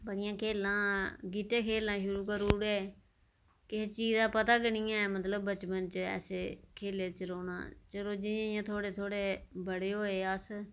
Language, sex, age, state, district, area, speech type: Dogri, female, 30-45, Jammu and Kashmir, Reasi, rural, spontaneous